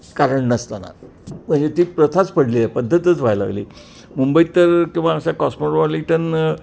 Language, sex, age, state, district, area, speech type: Marathi, male, 60+, Maharashtra, Kolhapur, urban, spontaneous